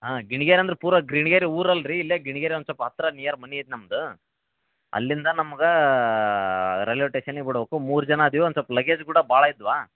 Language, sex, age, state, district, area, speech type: Kannada, male, 18-30, Karnataka, Koppal, rural, conversation